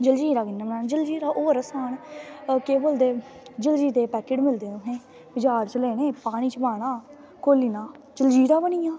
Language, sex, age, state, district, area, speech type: Dogri, female, 18-30, Jammu and Kashmir, Kathua, rural, spontaneous